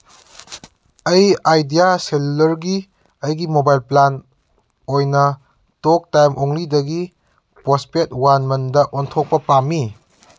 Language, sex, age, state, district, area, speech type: Manipuri, male, 18-30, Manipur, Kangpokpi, urban, read